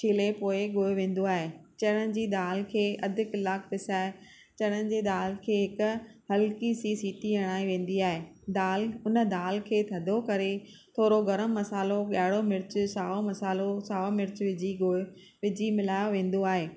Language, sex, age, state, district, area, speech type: Sindhi, female, 45-60, Maharashtra, Thane, urban, spontaneous